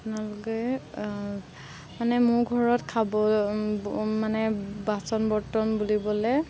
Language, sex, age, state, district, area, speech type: Assamese, female, 18-30, Assam, Golaghat, urban, spontaneous